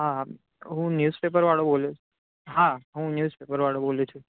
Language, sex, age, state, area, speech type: Gujarati, male, 18-30, Gujarat, urban, conversation